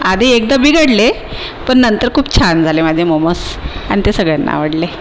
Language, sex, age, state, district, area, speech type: Marathi, female, 45-60, Maharashtra, Nagpur, urban, spontaneous